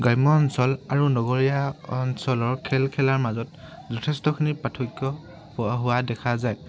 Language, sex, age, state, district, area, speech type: Assamese, male, 18-30, Assam, Tinsukia, urban, spontaneous